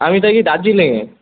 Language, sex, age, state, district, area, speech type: Bengali, male, 18-30, West Bengal, Darjeeling, urban, conversation